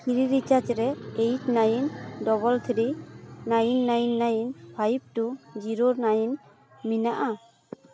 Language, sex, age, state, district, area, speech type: Santali, female, 18-30, West Bengal, Paschim Bardhaman, urban, read